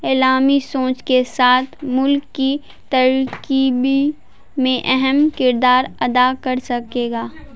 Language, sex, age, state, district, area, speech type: Urdu, female, 18-30, Bihar, Madhubani, urban, spontaneous